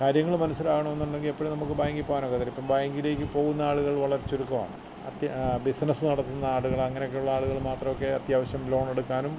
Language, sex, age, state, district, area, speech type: Malayalam, male, 60+, Kerala, Kottayam, rural, spontaneous